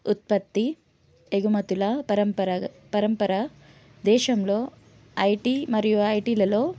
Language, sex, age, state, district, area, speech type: Telugu, female, 30-45, Telangana, Hanamkonda, urban, spontaneous